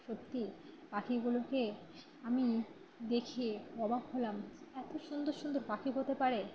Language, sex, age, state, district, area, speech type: Bengali, female, 30-45, West Bengal, Birbhum, urban, spontaneous